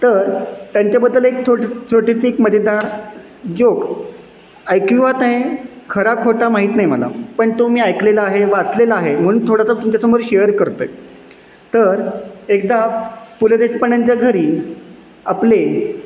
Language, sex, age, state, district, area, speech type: Marathi, male, 30-45, Maharashtra, Satara, urban, spontaneous